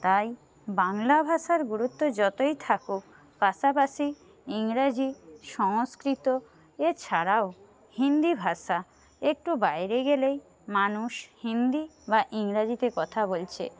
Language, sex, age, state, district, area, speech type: Bengali, female, 60+, West Bengal, Paschim Medinipur, rural, spontaneous